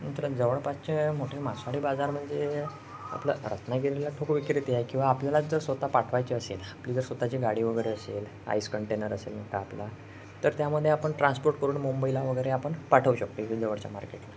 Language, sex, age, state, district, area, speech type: Marathi, male, 18-30, Maharashtra, Ratnagiri, rural, spontaneous